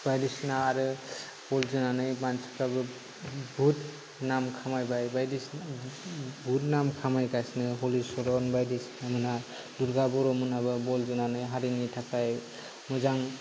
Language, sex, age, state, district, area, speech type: Bodo, male, 30-45, Assam, Kokrajhar, rural, spontaneous